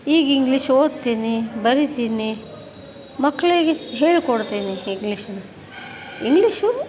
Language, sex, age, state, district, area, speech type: Kannada, female, 45-60, Karnataka, Koppal, rural, spontaneous